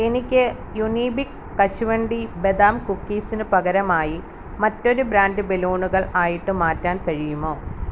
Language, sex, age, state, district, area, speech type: Malayalam, female, 30-45, Kerala, Alappuzha, rural, read